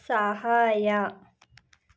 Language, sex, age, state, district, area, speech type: Kannada, female, 30-45, Karnataka, Ramanagara, rural, read